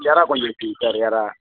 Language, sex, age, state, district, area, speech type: Tamil, male, 45-60, Tamil Nadu, Kallakurichi, rural, conversation